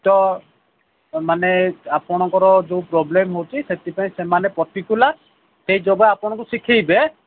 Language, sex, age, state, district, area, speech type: Odia, male, 45-60, Odisha, Sundergarh, rural, conversation